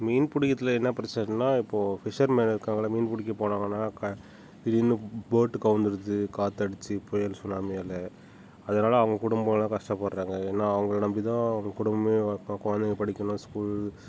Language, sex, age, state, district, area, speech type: Tamil, male, 30-45, Tamil Nadu, Tiruchirappalli, rural, spontaneous